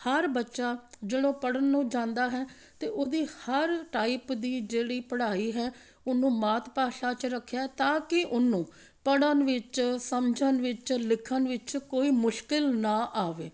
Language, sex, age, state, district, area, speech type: Punjabi, female, 45-60, Punjab, Amritsar, urban, spontaneous